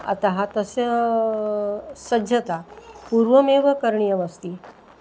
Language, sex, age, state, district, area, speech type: Sanskrit, female, 60+, Maharashtra, Nagpur, urban, spontaneous